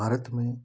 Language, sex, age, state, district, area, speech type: Hindi, male, 60+, Uttar Pradesh, Ghazipur, rural, spontaneous